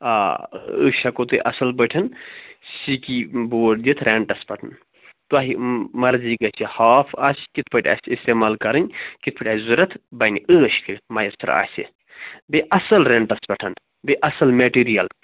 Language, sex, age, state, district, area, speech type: Kashmiri, male, 30-45, Jammu and Kashmir, Baramulla, rural, conversation